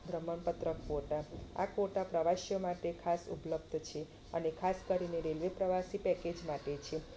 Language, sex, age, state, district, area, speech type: Gujarati, female, 30-45, Gujarat, Kheda, rural, spontaneous